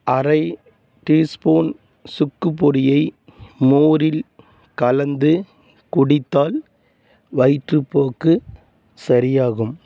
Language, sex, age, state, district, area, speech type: Tamil, male, 30-45, Tamil Nadu, Salem, rural, spontaneous